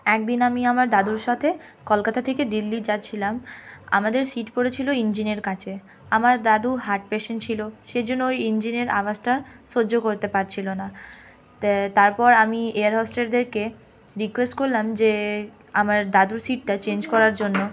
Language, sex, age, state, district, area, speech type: Bengali, female, 18-30, West Bengal, Hooghly, urban, spontaneous